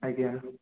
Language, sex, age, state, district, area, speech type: Odia, male, 18-30, Odisha, Puri, urban, conversation